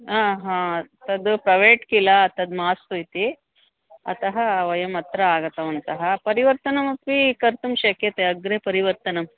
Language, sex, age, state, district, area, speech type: Sanskrit, female, 45-60, Karnataka, Bangalore Urban, urban, conversation